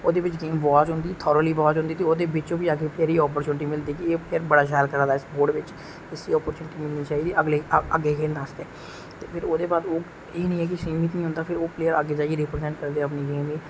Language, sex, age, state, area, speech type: Dogri, male, 18-30, Jammu and Kashmir, rural, spontaneous